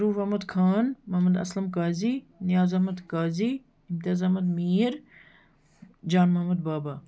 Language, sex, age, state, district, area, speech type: Kashmiri, female, 30-45, Jammu and Kashmir, Srinagar, urban, spontaneous